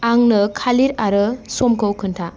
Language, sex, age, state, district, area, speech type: Bodo, female, 18-30, Assam, Kokrajhar, rural, read